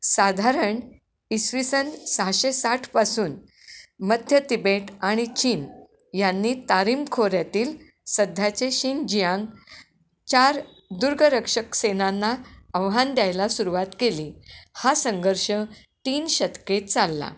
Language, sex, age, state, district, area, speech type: Marathi, female, 60+, Maharashtra, Kolhapur, urban, read